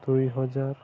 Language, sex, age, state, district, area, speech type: Odia, male, 18-30, Odisha, Malkangiri, urban, spontaneous